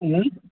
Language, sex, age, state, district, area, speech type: Maithili, male, 18-30, Bihar, Samastipur, urban, conversation